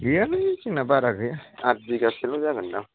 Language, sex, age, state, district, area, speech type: Bodo, male, 30-45, Assam, Kokrajhar, rural, conversation